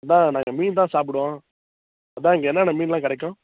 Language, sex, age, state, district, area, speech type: Tamil, male, 18-30, Tamil Nadu, Kallakurichi, urban, conversation